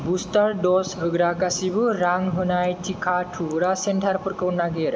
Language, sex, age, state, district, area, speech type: Bodo, male, 18-30, Assam, Kokrajhar, rural, read